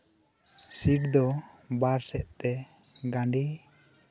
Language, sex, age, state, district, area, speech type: Santali, male, 18-30, West Bengal, Bankura, rural, spontaneous